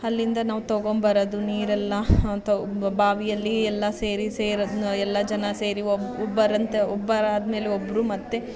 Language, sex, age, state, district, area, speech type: Kannada, female, 30-45, Karnataka, Mandya, rural, spontaneous